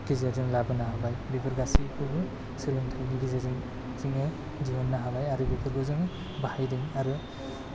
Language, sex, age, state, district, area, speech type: Bodo, male, 18-30, Assam, Chirang, urban, spontaneous